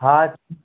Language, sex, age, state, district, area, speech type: Hindi, male, 30-45, Madhya Pradesh, Seoni, urban, conversation